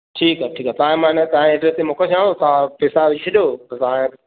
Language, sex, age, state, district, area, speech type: Sindhi, male, 30-45, Madhya Pradesh, Katni, urban, conversation